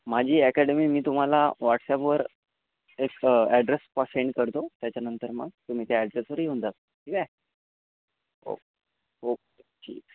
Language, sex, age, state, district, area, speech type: Marathi, male, 18-30, Maharashtra, Washim, rural, conversation